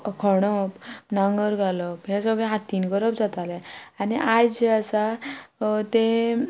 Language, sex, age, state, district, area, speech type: Goan Konkani, female, 45-60, Goa, Quepem, rural, spontaneous